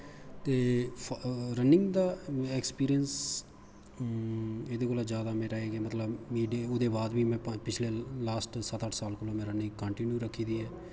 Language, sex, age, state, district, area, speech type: Dogri, male, 30-45, Jammu and Kashmir, Kathua, rural, spontaneous